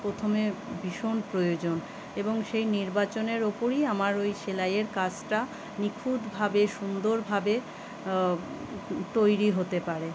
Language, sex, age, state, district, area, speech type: Bengali, female, 45-60, West Bengal, Kolkata, urban, spontaneous